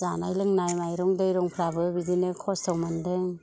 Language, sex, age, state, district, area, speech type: Bodo, female, 60+, Assam, Kokrajhar, rural, spontaneous